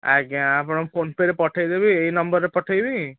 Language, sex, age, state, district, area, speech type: Odia, male, 18-30, Odisha, Cuttack, urban, conversation